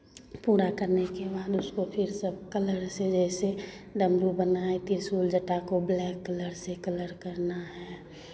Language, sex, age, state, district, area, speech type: Hindi, female, 30-45, Bihar, Begusarai, rural, spontaneous